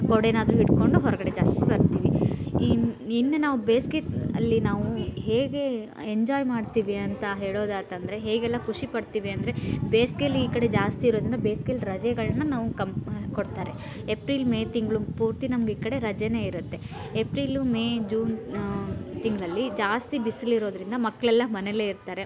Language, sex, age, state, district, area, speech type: Kannada, female, 30-45, Karnataka, Koppal, rural, spontaneous